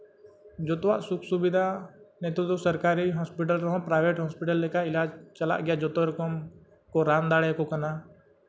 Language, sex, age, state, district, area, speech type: Santali, male, 18-30, Jharkhand, East Singhbhum, rural, spontaneous